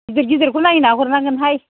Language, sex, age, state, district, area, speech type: Bodo, male, 60+, Assam, Chirang, rural, conversation